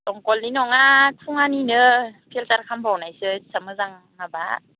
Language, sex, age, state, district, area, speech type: Bodo, female, 18-30, Assam, Udalguri, urban, conversation